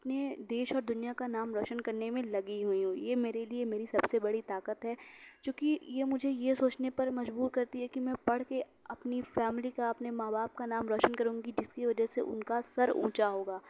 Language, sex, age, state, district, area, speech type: Urdu, female, 18-30, Uttar Pradesh, Mau, urban, spontaneous